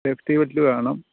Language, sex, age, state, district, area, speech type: Malayalam, male, 45-60, Kerala, Kottayam, rural, conversation